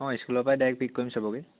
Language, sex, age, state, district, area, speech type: Assamese, male, 18-30, Assam, Sivasagar, urban, conversation